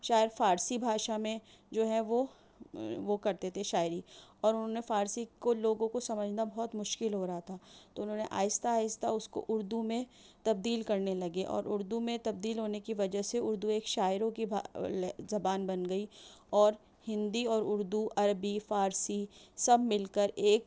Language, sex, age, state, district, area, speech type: Urdu, female, 45-60, Delhi, New Delhi, urban, spontaneous